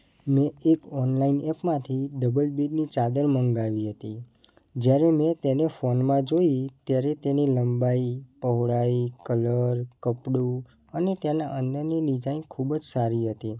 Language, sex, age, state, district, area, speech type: Gujarati, male, 18-30, Gujarat, Mehsana, rural, spontaneous